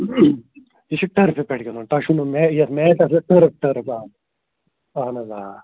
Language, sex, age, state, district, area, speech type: Kashmiri, male, 30-45, Jammu and Kashmir, Bandipora, rural, conversation